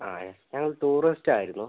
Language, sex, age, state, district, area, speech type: Malayalam, male, 30-45, Kerala, Wayanad, rural, conversation